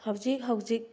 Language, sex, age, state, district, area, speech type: Manipuri, female, 30-45, Manipur, Bishnupur, rural, spontaneous